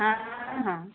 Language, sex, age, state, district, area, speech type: Odia, female, 45-60, Odisha, Gajapati, rural, conversation